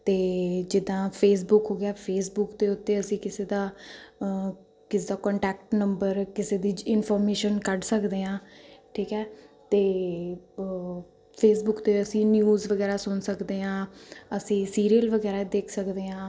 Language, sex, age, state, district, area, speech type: Punjabi, female, 18-30, Punjab, Ludhiana, urban, spontaneous